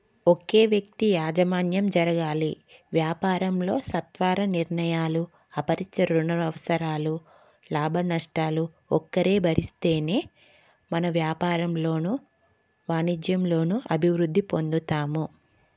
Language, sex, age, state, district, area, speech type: Telugu, female, 30-45, Telangana, Karimnagar, urban, spontaneous